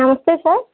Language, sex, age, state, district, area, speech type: Telugu, female, 18-30, Andhra Pradesh, West Godavari, rural, conversation